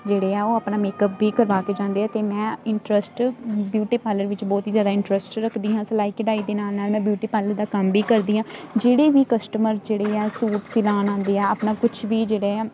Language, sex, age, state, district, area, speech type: Punjabi, female, 18-30, Punjab, Hoshiarpur, rural, spontaneous